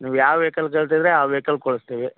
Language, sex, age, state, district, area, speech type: Kannada, male, 30-45, Karnataka, Vijayapura, urban, conversation